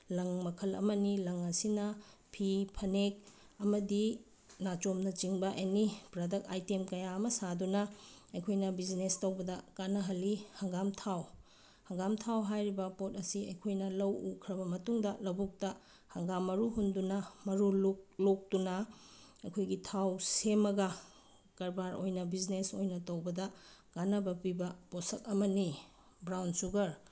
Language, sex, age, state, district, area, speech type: Manipuri, female, 30-45, Manipur, Bishnupur, rural, spontaneous